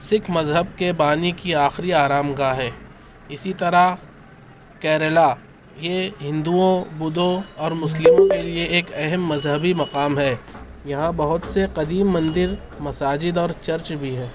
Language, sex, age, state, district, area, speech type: Urdu, male, 18-30, Maharashtra, Nashik, urban, spontaneous